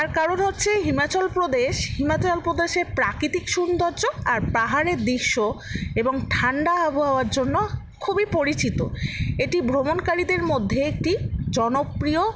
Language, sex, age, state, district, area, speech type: Bengali, female, 60+, West Bengal, Paschim Bardhaman, rural, spontaneous